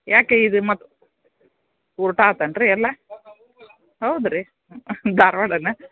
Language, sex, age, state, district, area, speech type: Kannada, female, 45-60, Karnataka, Dharwad, urban, conversation